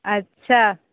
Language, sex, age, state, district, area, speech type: Hindi, female, 18-30, Uttar Pradesh, Sonbhadra, rural, conversation